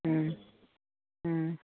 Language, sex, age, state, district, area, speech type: Tamil, female, 60+, Tamil Nadu, Tiruvannamalai, rural, conversation